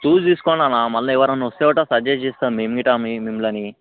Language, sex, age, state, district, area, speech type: Telugu, male, 18-30, Telangana, Vikarabad, urban, conversation